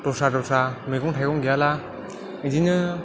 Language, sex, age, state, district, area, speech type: Bodo, male, 18-30, Assam, Chirang, rural, spontaneous